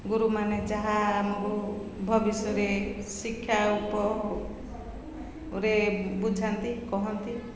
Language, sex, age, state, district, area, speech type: Odia, female, 45-60, Odisha, Ganjam, urban, spontaneous